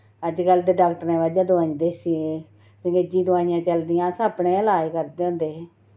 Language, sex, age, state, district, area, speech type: Dogri, female, 30-45, Jammu and Kashmir, Reasi, rural, spontaneous